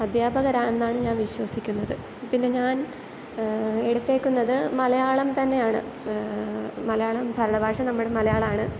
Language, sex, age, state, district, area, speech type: Malayalam, female, 18-30, Kerala, Kottayam, rural, spontaneous